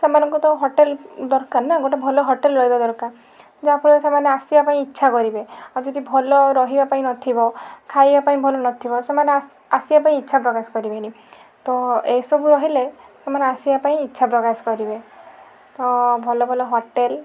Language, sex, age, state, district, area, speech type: Odia, female, 18-30, Odisha, Balasore, rural, spontaneous